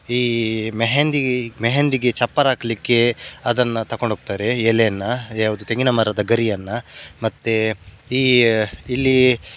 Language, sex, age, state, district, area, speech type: Kannada, male, 30-45, Karnataka, Udupi, rural, spontaneous